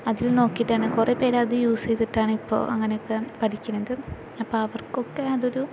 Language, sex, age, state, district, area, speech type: Malayalam, female, 18-30, Kerala, Palakkad, urban, spontaneous